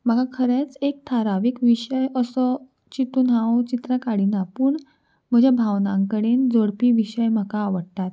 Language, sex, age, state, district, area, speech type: Goan Konkani, female, 18-30, Goa, Salcete, urban, spontaneous